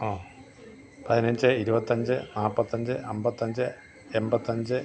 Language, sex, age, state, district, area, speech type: Malayalam, male, 60+, Kerala, Kollam, rural, spontaneous